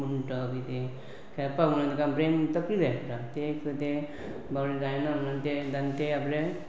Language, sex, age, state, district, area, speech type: Goan Konkani, male, 45-60, Goa, Pernem, rural, spontaneous